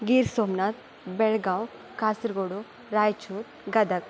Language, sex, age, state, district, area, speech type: Sanskrit, female, 18-30, Karnataka, Belgaum, rural, spontaneous